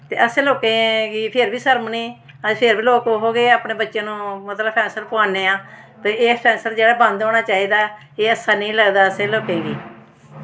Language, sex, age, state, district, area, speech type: Dogri, female, 45-60, Jammu and Kashmir, Samba, urban, spontaneous